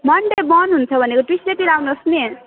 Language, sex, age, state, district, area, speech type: Nepali, female, 18-30, West Bengal, Alipurduar, urban, conversation